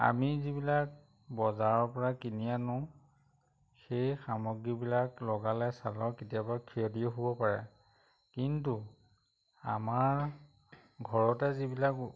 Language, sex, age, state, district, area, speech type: Assamese, male, 45-60, Assam, Majuli, rural, spontaneous